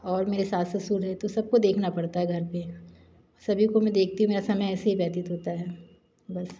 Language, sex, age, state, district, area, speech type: Hindi, female, 45-60, Madhya Pradesh, Jabalpur, urban, spontaneous